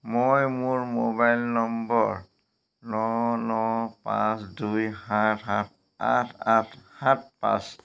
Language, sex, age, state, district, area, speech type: Assamese, male, 45-60, Assam, Dhemaji, rural, read